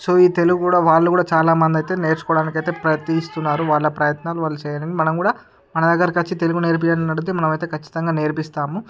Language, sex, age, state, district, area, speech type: Telugu, male, 18-30, Andhra Pradesh, Srikakulam, urban, spontaneous